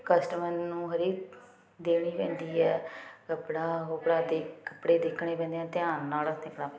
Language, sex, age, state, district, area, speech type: Punjabi, female, 30-45, Punjab, Ludhiana, urban, spontaneous